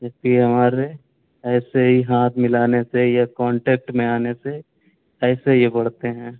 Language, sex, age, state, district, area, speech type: Urdu, male, 18-30, Uttar Pradesh, Shahjahanpur, urban, conversation